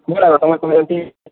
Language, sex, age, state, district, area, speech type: Odia, male, 18-30, Odisha, Subarnapur, urban, conversation